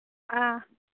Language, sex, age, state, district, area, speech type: Manipuri, female, 18-30, Manipur, Kangpokpi, urban, conversation